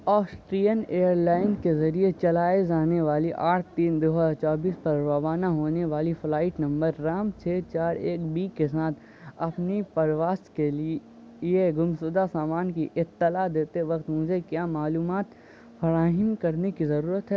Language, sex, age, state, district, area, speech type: Urdu, male, 18-30, Bihar, Saharsa, rural, read